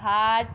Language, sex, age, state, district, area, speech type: Bengali, female, 18-30, West Bengal, Alipurduar, rural, spontaneous